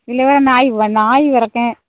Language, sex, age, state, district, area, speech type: Tamil, female, 45-60, Tamil Nadu, Thoothukudi, rural, conversation